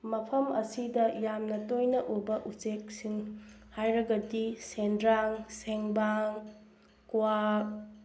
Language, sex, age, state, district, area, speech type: Manipuri, female, 30-45, Manipur, Bishnupur, rural, spontaneous